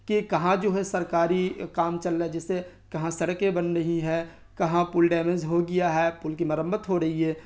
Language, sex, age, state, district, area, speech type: Urdu, male, 30-45, Bihar, Darbhanga, rural, spontaneous